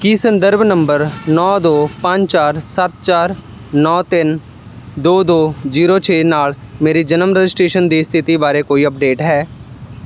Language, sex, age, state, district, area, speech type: Punjabi, male, 18-30, Punjab, Ludhiana, rural, read